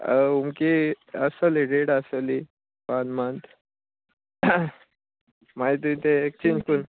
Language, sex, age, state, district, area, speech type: Goan Konkani, male, 30-45, Goa, Murmgao, rural, conversation